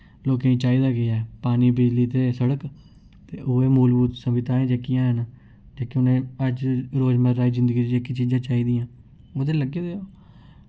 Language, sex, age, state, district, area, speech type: Dogri, male, 18-30, Jammu and Kashmir, Reasi, urban, spontaneous